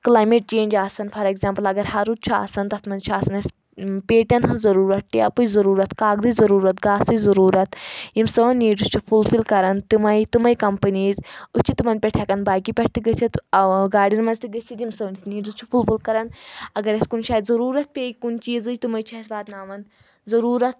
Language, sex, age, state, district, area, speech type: Kashmiri, female, 18-30, Jammu and Kashmir, Anantnag, rural, spontaneous